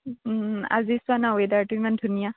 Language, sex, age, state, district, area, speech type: Assamese, female, 18-30, Assam, Morigaon, rural, conversation